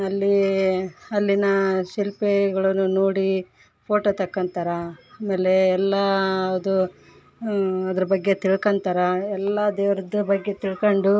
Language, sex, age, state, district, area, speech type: Kannada, female, 30-45, Karnataka, Vijayanagara, rural, spontaneous